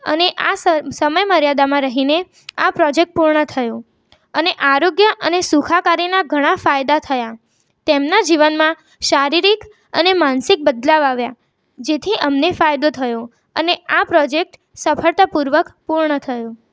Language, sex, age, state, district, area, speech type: Gujarati, female, 18-30, Gujarat, Mehsana, rural, spontaneous